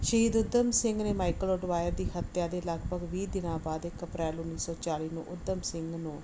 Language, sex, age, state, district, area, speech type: Punjabi, female, 30-45, Punjab, Barnala, rural, spontaneous